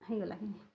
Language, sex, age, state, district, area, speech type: Odia, female, 30-45, Odisha, Bargarh, rural, spontaneous